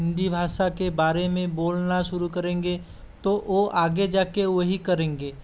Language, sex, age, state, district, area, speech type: Hindi, male, 18-30, Rajasthan, Jaipur, urban, spontaneous